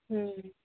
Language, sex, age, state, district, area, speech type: Odia, female, 18-30, Odisha, Nuapada, urban, conversation